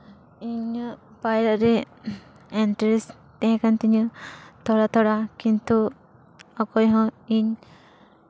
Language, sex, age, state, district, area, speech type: Santali, female, 30-45, West Bengal, Paschim Bardhaman, rural, spontaneous